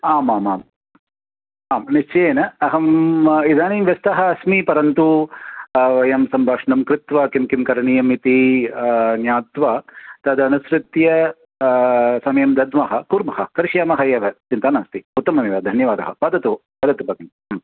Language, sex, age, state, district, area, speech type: Sanskrit, male, 45-60, Tamil Nadu, Chennai, urban, conversation